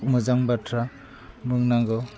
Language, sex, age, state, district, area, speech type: Bodo, male, 45-60, Assam, Udalguri, rural, spontaneous